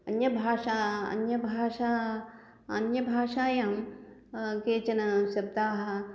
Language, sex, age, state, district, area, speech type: Sanskrit, female, 60+, Andhra Pradesh, Krishna, urban, spontaneous